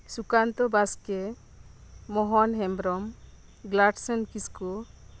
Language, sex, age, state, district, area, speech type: Santali, female, 45-60, West Bengal, Birbhum, rural, spontaneous